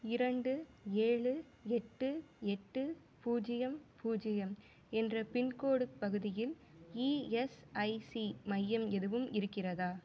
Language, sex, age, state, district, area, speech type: Tamil, female, 18-30, Tamil Nadu, Sivaganga, rural, read